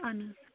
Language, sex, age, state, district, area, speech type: Kashmiri, female, 30-45, Jammu and Kashmir, Kupwara, rural, conversation